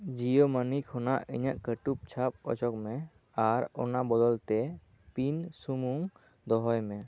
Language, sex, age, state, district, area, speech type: Santali, male, 18-30, West Bengal, Birbhum, rural, read